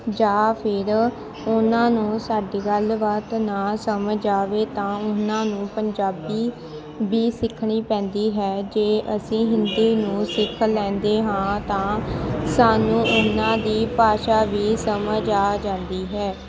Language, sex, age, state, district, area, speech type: Punjabi, female, 18-30, Punjab, Shaheed Bhagat Singh Nagar, rural, spontaneous